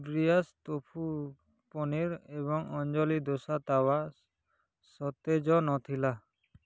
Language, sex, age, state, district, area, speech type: Odia, male, 18-30, Odisha, Kalahandi, rural, read